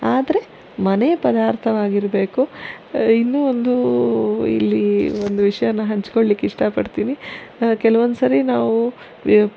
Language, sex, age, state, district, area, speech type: Kannada, female, 30-45, Karnataka, Kolar, urban, spontaneous